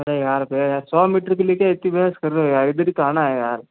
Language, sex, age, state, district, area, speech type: Hindi, male, 60+, Rajasthan, Jodhpur, urban, conversation